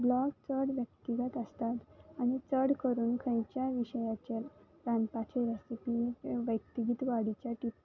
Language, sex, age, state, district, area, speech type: Goan Konkani, female, 18-30, Goa, Salcete, rural, spontaneous